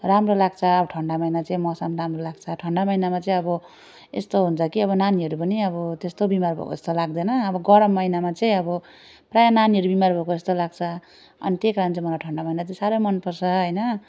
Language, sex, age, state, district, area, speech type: Nepali, female, 18-30, West Bengal, Darjeeling, rural, spontaneous